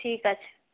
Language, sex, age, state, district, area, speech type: Bengali, female, 18-30, West Bengal, Paschim Bardhaman, urban, conversation